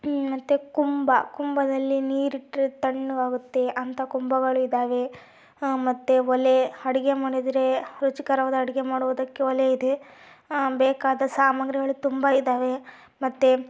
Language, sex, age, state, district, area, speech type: Kannada, female, 18-30, Karnataka, Chitradurga, rural, spontaneous